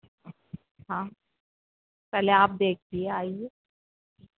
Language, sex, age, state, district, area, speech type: Urdu, female, 45-60, Uttar Pradesh, Rampur, urban, conversation